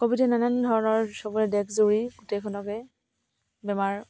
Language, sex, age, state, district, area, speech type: Assamese, female, 18-30, Assam, Charaideo, rural, spontaneous